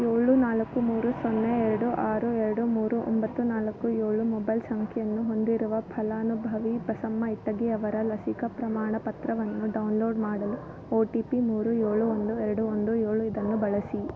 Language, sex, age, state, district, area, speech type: Kannada, female, 30-45, Karnataka, Bangalore Urban, rural, read